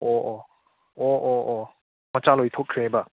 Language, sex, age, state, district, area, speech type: Manipuri, male, 18-30, Manipur, Churachandpur, urban, conversation